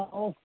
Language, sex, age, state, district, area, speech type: Odia, male, 60+, Odisha, Gajapati, rural, conversation